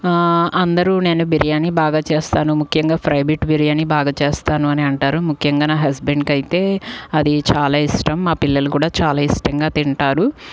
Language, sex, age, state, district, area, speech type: Telugu, female, 45-60, Andhra Pradesh, Guntur, urban, spontaneous